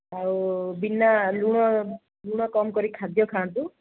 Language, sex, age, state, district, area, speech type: Odia, female, 30-45, Odisha, Koraput, urban, conversation